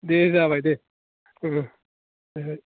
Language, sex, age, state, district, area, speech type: Bodo, male, 45-60, Assam, Kokrajhar, rural, conversation